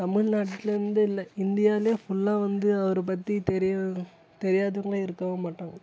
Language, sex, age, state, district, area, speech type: Tamil, male, 18-30, Tamil Nadu, Tiruvannamalai, rural, spontaneous